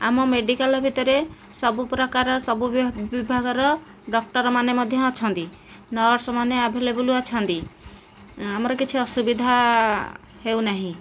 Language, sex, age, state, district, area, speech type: Odia, female, 30-45, Odisha, Nayagarh, rural, spontaneous